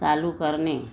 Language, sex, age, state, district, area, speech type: Marathi, female, 30-45, Maharashtra, Amravati, urban, read